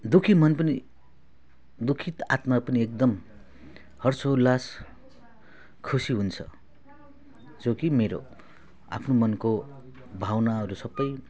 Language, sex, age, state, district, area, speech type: Nepali, male, 30-45, West Bengal, Alipurduar, urban, spontaneous